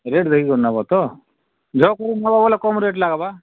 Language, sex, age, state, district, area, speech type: Odia, male, 45-60, Odisha, Kalahandi, rural, conversation